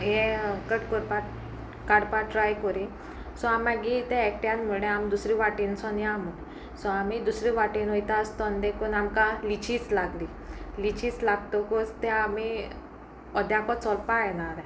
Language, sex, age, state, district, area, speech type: Goan Konkani, female, 18-30, Goa, Sanguem, rural, spontaneous